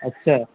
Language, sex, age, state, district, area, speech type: Urdu, male, 18-30, Bihar, Purnia, rural, conversation